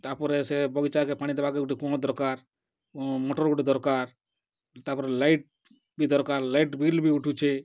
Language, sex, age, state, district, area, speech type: Odia, male, 45-60, Odisha, Kalahandi, rural, spontaneous